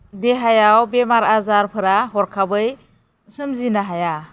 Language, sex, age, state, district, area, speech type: Bodo, female, 30-45, Assam, Baksa, rural, spontaneous